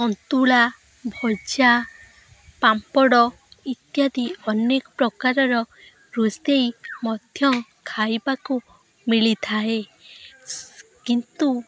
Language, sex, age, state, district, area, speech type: Odia, female, 18-30, Odisha, Kendrapara, urban, spontaneous